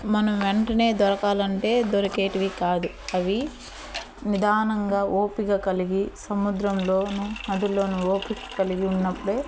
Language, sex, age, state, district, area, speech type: Telugu, female, 30-45, Andhra Pradesh, Eluru, urban, spontaneous